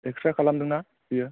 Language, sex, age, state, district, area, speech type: Bodo, male, 18-30, Assam, Chirang, rural, conversation